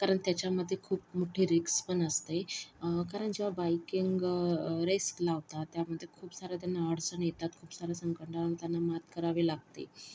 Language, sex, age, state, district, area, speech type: Marathi, female, 45-60, Maharashtra, Yavatmal, rural, spontaneous